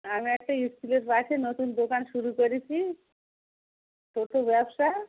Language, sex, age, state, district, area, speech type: Bengali, female, 45-60, West Bengal, Darjeeling, rural, conversation